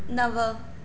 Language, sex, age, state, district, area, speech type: Sindhi, female, 18-30, Maharashtra, Thane, urban, read